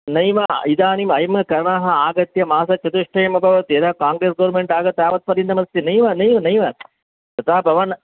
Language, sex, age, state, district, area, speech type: Sanskrit, male, 60+, Karnataka, Shimoga, urban, conversation